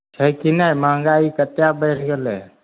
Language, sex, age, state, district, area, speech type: Maithili, male, 18-30, Bihar, Begusarai, rural, conversation